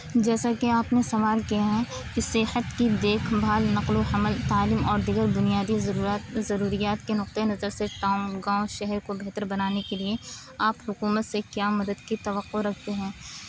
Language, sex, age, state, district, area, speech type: Urdu, female, 30-45, Uttar Pradesh, Aligarh, rural, spontaneous